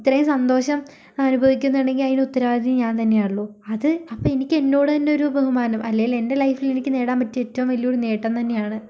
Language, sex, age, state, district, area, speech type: Malayalam, female, 18-30, Kerala, Kozhikode, rural, spontaneous